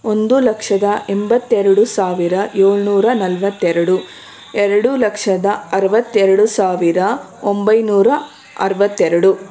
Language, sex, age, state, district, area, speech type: Kannada, female, 30-45, Karnataka, Bangalore Rural, rural, spontaneous